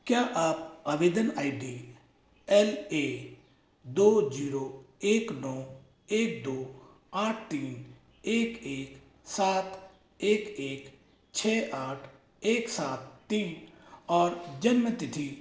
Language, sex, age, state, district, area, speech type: Hindi, male, 30-45, Rajasthan, Jaipur, urban, read